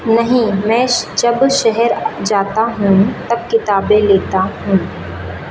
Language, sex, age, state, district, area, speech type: Hindi, female, 18-30, Madhya Pradesh, Seoni, urban, read